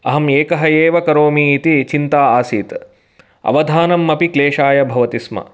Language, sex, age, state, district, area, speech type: Sanskrit, male, 30-45, Karnataka, Mysore, urban, spontaneous